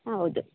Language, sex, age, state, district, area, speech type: Kannada, female, 30-45, Karnataka, Shimoga, rural, conversation